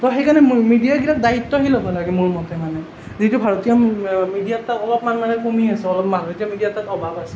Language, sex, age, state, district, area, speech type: Assamese, male, 18-30, Assam, Nalbari, rural, spontaneous